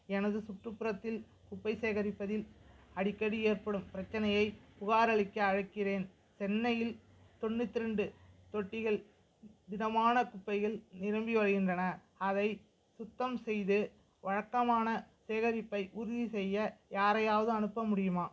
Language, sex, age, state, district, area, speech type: Tamil, male, 30-45, Tamil Nadu, Mayiladuthurai, rural, read